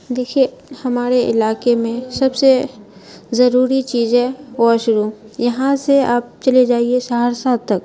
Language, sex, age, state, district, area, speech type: Urdu, female, 30-45, Bihar, Khagaria, rural, spontaneous